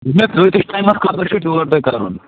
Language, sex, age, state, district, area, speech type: Kashmiri, male, 30-45, Jammu and Kashmir, Bandipora, rural, conversation